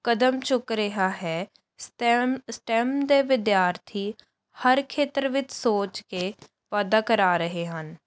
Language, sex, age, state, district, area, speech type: Punjabi, female, 18-30, Punjab, Pathankot, urban, spontaneous